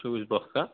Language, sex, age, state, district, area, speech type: Marathi, male, 30-45, Maharashtra, Buldhana, urban, conversation